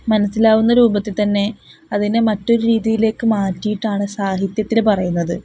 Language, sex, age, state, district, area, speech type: Malayalam, female, 18-30, Kerala, Palakkad, rural, spontaneous